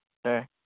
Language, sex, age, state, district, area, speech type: Bodo, male, 18-30, Assam, Kokrajhar, rural, conversation